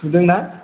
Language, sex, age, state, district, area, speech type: Bodo, male, 18-30, Assam, Chirang, rural, conversation